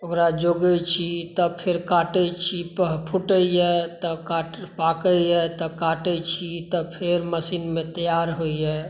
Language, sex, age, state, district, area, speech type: Maithili, male, 45-60, Bihar, Saharsa, rural, spontaneous